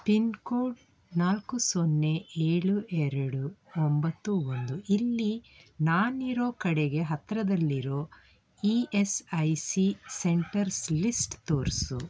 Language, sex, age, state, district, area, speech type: Kannada, female, 45-60, Karnataka, Tumkur, rural, read